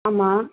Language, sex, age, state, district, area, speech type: Tamil, female, 45-60, Tamil Nadu, Tiruvarur, urban, conversation